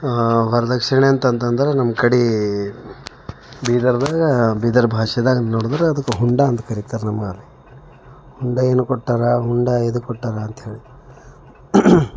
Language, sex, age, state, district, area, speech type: Kannada, male, 30-45, Karnataka, Bidar, urban, spontaneous